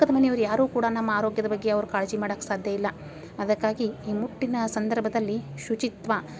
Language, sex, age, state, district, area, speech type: Kannada, female, 30-45, Karnataka, Dharwad, rural, spontaneous